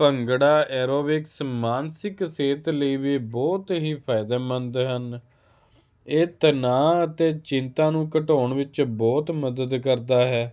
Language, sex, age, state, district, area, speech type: Punjabi, male, 30-45, Punjab, Hoshiarpur, urban, spontaneous